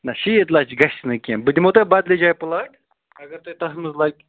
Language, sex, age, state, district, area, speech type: Kashmiri, male, 18-30, Jammu and Kashmir, Ganderbal, rural, conversation